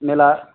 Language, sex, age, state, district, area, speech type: Hindi, male, 30-45, Bihar, Vaishali, urban, conversation